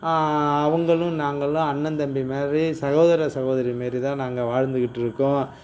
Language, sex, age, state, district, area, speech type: Tamil, male, 45-60, Tamil Nadu, Nagapattinam, rural, spontaneous